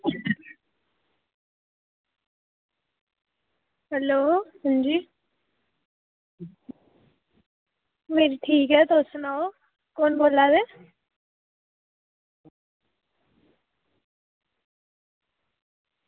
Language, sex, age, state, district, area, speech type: Dogri, female, 18-30, Jammu and Kashmir, Reasi, rural, conversation